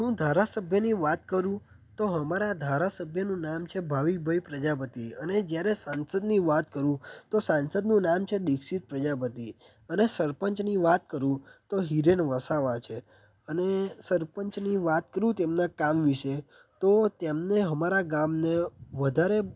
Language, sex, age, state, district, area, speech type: Gujarati, male, 18-30, Gujarat, Anand, rural, spontaneous